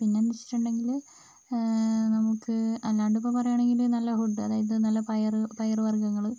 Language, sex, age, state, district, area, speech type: Malayalam, female, 45-60, Kerala, Wayanad, rural, spontaneous